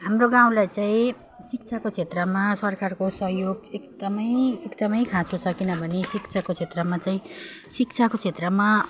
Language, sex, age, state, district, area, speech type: Nepali, female, 30-45, West Bengal, Jalpaiguri, rural, spontaneous